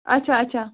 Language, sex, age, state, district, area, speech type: Kashmiri, other, 18-30, Jammu and Kashmir, Bandipora, rural, conversation